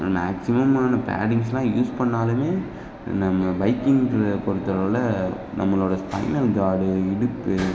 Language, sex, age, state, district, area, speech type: Tamil, male, 18-30, Tamil Nadu, Perambalur, rural, spontaneous